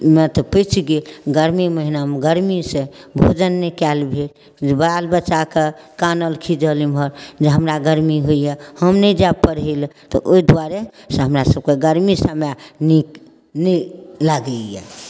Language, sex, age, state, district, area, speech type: Maithili, female, 60+, Bihar, Darbhanga, urban, spontaneous